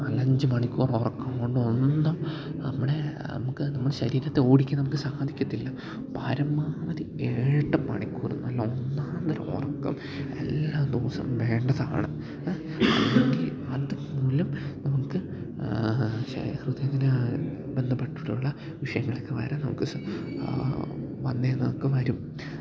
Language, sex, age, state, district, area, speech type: Malayalam, male, 18-30, Kerala, Idukki, rural, spontaneous